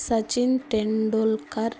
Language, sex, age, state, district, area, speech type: Telugu, female, 18-30, Andhra Pradesh, Nellore, rural, spontaneous